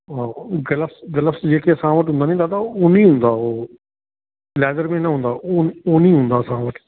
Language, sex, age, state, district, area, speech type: Sindhi, male, 60+, Delhi, South Delhi, rural, conversation